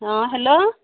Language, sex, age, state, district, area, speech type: Assamese, female, 30-45, Assam, Jorhat, urban, conversation